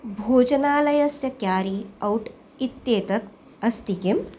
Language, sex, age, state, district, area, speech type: Sanskrit, female, 45-60, Maharashtra, Nagpur, urban, read